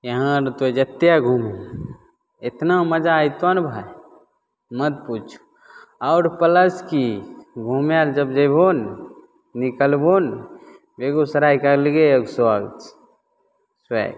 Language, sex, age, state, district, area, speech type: Maithili, male, 18-30, Bihar, Begusarai, rural, spontaneous